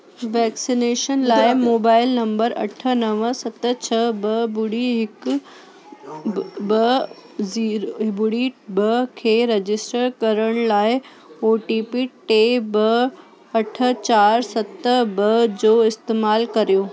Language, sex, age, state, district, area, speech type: Sindhi, female, 30-45, Delhi, South Delhi, urban, read